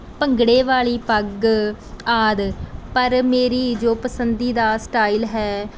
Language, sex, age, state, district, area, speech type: Punjabi, female, 18-30, Punjab, Bathinda, rural, spontaneous